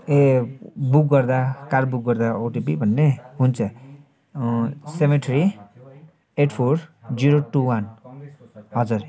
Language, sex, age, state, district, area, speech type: Nepali, male, 18-30, West Bengal, Darjeeling, urban, spontaneous